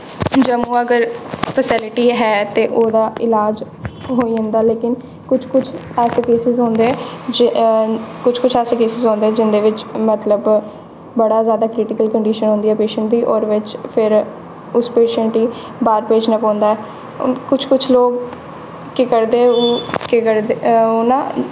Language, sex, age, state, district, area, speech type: Dogri, female, 18-30, Jammu and Kashmir, Jammu, urban, spontaneous